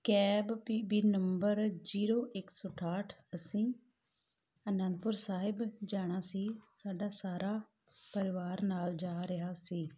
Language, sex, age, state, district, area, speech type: Punjabi, female, 30-45, Punjab, Tarn Taran, rural, spontaneous